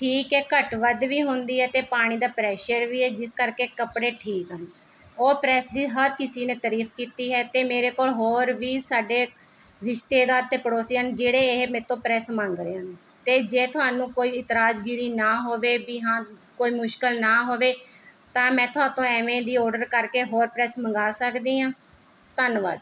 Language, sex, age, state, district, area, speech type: Punjabi, female, 30-45, Punjab, Mohali, urban, spontaneous